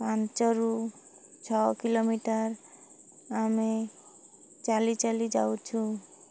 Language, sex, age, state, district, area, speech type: Odia, male, 30-45, Odisha, Malkangiri, urban, spontaneous